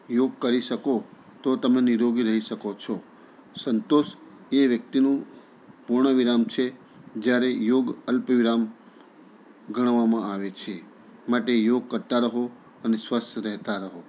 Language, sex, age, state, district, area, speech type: Gujarati, male, 60+, Gujarat, Anand, urban, spontaneous